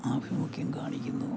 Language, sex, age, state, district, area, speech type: Malayalam, male, 60+, Kerala, Idukki, rural, spontaneous